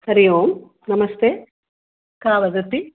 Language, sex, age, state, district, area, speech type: Sanskrit, female, 60+, Karnataka, Bangalore Urban, urban, conversation